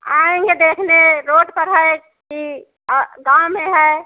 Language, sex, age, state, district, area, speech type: Hindi, female, 45-60, Uttar Pradesh, Ayodhya, rural, conversation